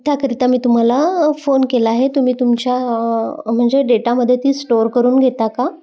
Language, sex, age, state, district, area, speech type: Marathi, female, 30-45, Maharashtra, Amravati, rural, spontaneous